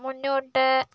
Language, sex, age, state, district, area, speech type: Malayalam, male, 30-45, Kerala, Kozhikode, urban, read